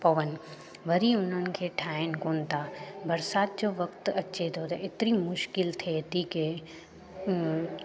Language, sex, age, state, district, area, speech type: Sindhi, female, 30-45, Gujarat, Junagadh, urban, spontaneous